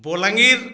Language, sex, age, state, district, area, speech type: Odia, male, 60+, Odisha, Balangir, urban, spontaneous